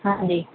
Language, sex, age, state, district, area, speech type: Sindhi, female, 45-60, Delhi, South Delhi, urban, conversation